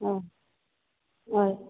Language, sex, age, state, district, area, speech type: Kannada, female, 30-45, Karnataka, Udupi, rural, conversation